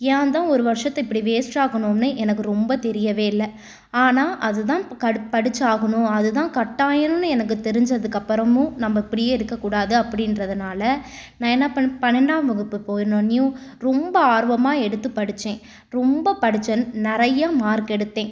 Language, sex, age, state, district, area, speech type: Tamil, female, 18-30, Tamil Nadu, Tiruchirappalli, urban, spontaneous